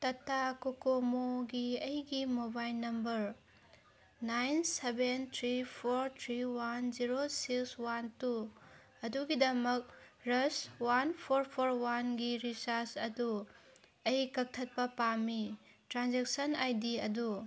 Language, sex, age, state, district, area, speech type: Manipuri, female, 30-45, Manipur, Senapati, rural, read